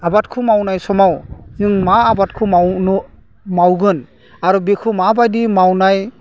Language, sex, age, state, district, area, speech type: Bodo, male, 45-60, Assam, Udalguri, rural, spontaneous